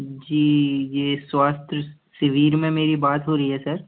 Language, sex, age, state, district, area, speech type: Hindi, male, 18-30, Madhya Pradesh, Gwalior, urban, conversation